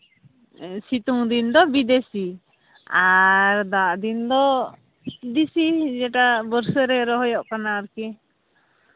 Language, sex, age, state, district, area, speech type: Santali, female, 18-30, West Bengal, Malda, rural, conversation